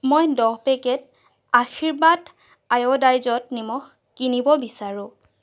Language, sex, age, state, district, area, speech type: Assamese, female, 18-30, Assam, Golaghat, rural, read